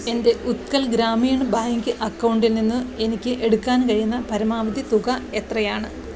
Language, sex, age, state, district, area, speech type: Malayalam, female, 45-60, Kerala, Alappuzha, rural, read